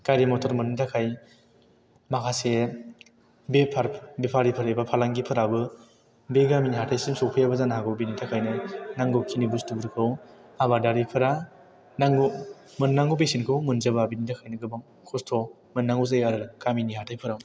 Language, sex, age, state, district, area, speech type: Bodo, male, 18-30, Assam, Chirang, rural, spontaneous